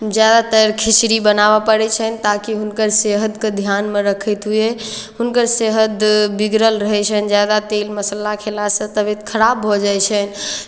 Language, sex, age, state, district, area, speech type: Maithili, female, 18-30, Bihar, Darbhanga, rural, spontaneous